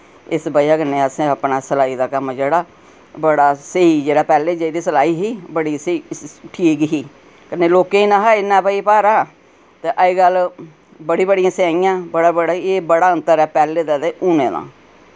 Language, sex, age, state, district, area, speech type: Dogri, female, 60+, Jammu and Kashmir, Reasi, urban, spontaneous